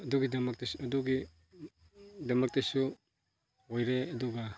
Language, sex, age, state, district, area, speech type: Manipuri, male, 30-45, Manipur, Chandel, rural, spontaneous